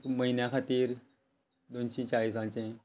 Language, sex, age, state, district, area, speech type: Goan Konkani, male, 30-45, Goa, Quepem, rural, spontaneous